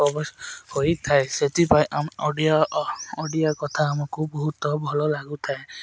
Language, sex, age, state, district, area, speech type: Odia, male, 18-30, Odisha, Malkangiri, urban, spontaneous